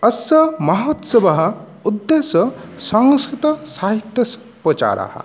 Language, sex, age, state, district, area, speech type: Sanskrit, male, 30-45, West Bengal, Murshidabad, rural, spontaneous